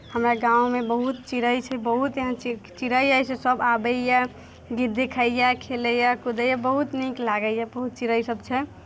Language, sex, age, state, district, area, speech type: Maithili, female, 18-30, Bihar, Muzaffarpur, rural, spontaneous